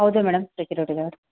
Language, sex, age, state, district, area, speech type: Kannada, female, 30-45, Karnataka, Chamarajanagar, rural, conversation